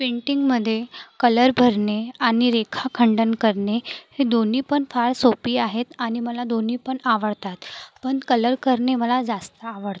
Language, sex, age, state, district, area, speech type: Marathi, female, 18-30, Maharashtra, Nagpur, urban, spontaneous